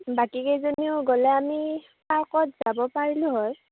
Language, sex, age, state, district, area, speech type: Assamese, female, 18-30, Assam, Chirang, rural, conversation